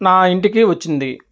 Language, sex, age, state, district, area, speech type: Telugu, male, 30-45, Andhra Pradesh, Nellore, urban, spontaneous